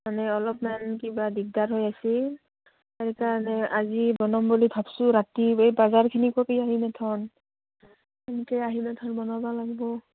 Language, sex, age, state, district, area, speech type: Assamese, female, 18-30, Assam, Udalguri, rural, conversation